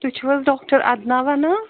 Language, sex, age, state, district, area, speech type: Kashmiri, female, 30-45, Jammu and Kashmir, Srinagar, urban, conversation